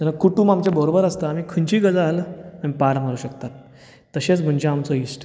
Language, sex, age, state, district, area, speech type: Goan Konkani, male, 30-45, Goa, Bardez, rural, spontaneous